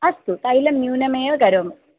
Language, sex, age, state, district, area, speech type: Sanskrit, female, 18-30, Kerala, Thiruvananthapuram, urban, conversation